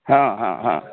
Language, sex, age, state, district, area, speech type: Sanskrit, male, 18-30, Karnataka, Uttara Kannada, rural, conversation